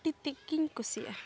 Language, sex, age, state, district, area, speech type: Santali, female, 18-30, West Bengal, Dakshin Dinajpur, rural, spontaneous